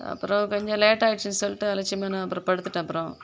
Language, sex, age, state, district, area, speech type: Tamil, female, 60+, Tamil Nadu, Kallakurichi, urban, spontaneous